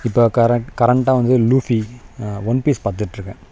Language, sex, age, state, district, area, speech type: Tamil, male, 30-45, Tamil Nadu, Nagapattinam, rural, spontaneous